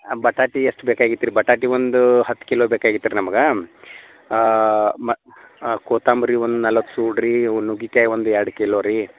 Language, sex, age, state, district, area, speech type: Kannada, male, 30-45, Karnataka, Vijayapura, rural, conversation